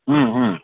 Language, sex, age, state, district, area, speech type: Odia, male, 45-60, Odisha, Sambalpur, rural, conversation